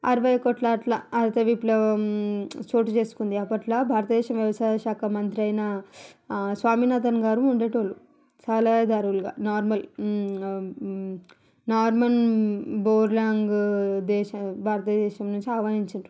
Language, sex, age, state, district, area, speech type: Telugu, female, 45-60, Telangana, Hyderabad, rural, spontaneous